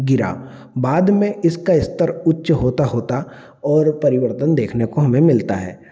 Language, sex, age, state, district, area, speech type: Hindi, male, 30-45, Madhya Pradesh, Ujjain, urban, spontaneous